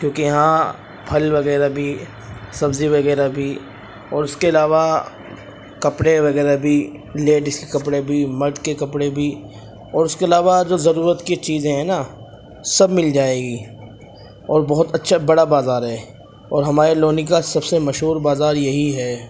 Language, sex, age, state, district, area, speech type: Urdu, male, 18-30, Uttar Pradesh, Ghaziabad, rural, spontaneous